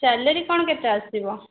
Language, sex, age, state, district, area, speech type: Odia, female, 18-30, Odisha, Jajpur, rural, conversation